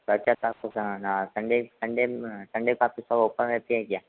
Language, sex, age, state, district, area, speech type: Hindi, male, 18-30, Rajasthan, Jodhpur, urban, conversation